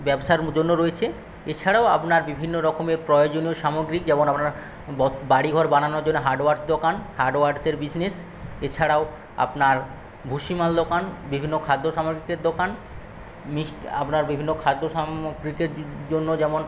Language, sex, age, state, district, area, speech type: Bengali, male, 45-60, West Bengal, Paschim Medinipur, rural, spontaneous